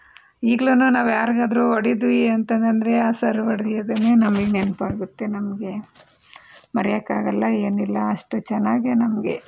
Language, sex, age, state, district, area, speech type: Kannada, female, 45-60, Karnataka, Chitradurga, rural, spontaneous